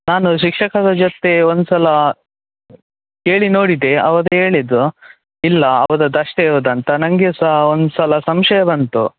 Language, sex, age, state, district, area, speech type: Kannada, male, 18-30, Karnataka, Shimoga, rural, conversation